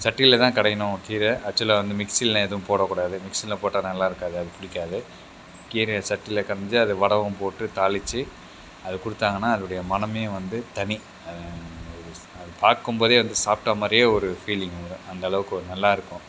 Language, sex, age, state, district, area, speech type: Tamil, male, 60+, Tamil Nadu, Tiruvarur, rural, spontaneous